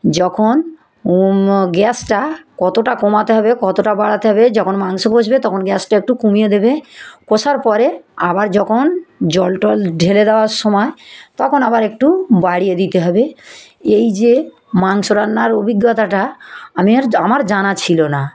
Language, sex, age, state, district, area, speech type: Bengali, female, 45-60, West Bengal, South 24 Parganas, rural, spontaneous